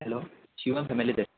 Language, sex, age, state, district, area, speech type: Marathi, male, 18-30, Maharashtra, Sindhudurg, rural, conversation